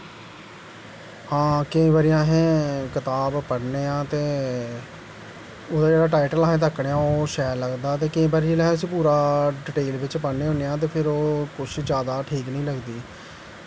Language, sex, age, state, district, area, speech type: Dogri, male, 30-45, Jammu and Kashmir, Jammu, rural, spontaneous